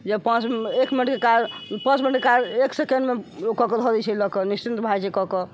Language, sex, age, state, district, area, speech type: Maithili, female, 60+, Bihar, Sitamarhi, urban, spontaneous